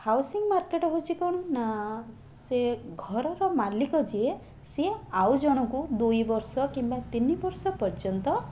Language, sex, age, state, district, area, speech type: Odia, female, 30-45, Odisha, Puri, urban, spontaneous